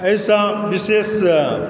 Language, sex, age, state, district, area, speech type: Maithili, male, 45-60, Bihar, Supaul, rural, spontaneous